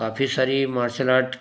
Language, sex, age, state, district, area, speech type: Hindi, male, 30-45, Madhya Pradesh, Ujjain, rural, spontaneous